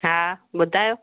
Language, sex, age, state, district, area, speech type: Sindhi, female, 30-45, Gujarat, Junagadh, rural, conversation